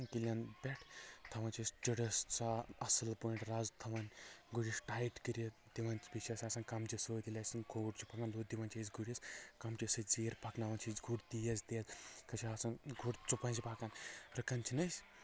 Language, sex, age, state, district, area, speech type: Kashmiri, male, 30-45, Jammu and Kashmir, Anantnag, rural, spontaneous